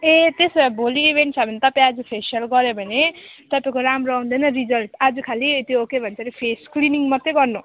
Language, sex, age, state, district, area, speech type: Nepali, female, 18-30, West Bengal, Alipurduar, rural, conversation